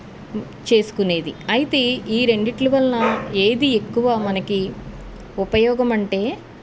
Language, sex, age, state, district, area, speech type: Telugu, female, 45-60, Andhra Pradesh, Eluru, urban, spontaneous